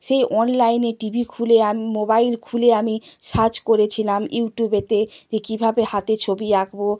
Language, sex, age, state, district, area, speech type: Bengali, female, 60+, West Bengal, Purba Medinipur, rural, spontaneous